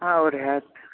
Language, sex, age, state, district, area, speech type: Maithili, male, 18-30, Bihar, Supaul, rural, conversation